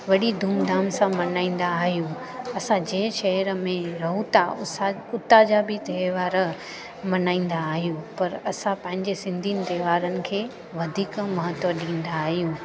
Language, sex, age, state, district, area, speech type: Sindhi, female, 30-45, Gujarat, Junagadh, urban, spontaneous